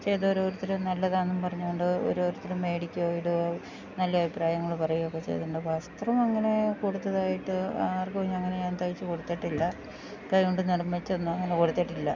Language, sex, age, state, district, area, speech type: Malayalam, female, 60+, Kerala, Idukki, rural, spontaneous